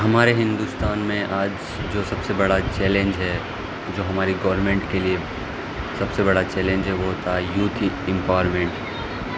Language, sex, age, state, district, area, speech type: Urdu, male, 30-45, Bihar, Supaul, rural, spontaneous